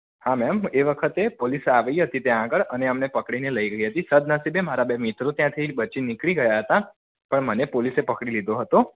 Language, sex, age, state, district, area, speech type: Gujarati, male, 30-45, Gujarat, Mehsana, rural, conversation